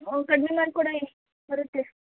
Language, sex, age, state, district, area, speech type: Kannada, female, 18-30, Karnataka, Gadag, rural, conversation